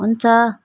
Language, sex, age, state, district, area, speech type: Nepali, female, 45-60, West Bengal, Darjeeling, rural, spontaneous